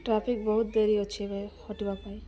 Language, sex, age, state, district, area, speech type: Odia, female, 45-60, Odisha, Malkangiri, urban, spontaneous